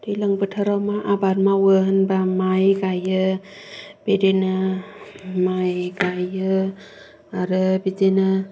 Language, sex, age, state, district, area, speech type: Bodo, female, 30-45, Assam, Kokrajhar, urban, spontaneous